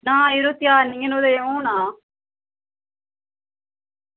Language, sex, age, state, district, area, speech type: Dogri, female, 30-45, Jammu and Kashmir, Udhampur, rural, conversation